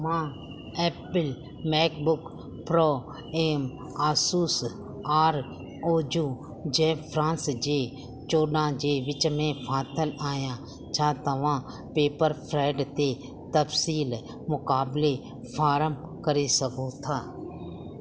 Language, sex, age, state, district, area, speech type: Sindhi, female, 45-60, Rajasthan, Ajmer, urban, read